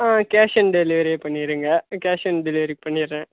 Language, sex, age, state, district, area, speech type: Tamil, male, 18-30, Tamil Nadu, Kallakurichi, rural, conversation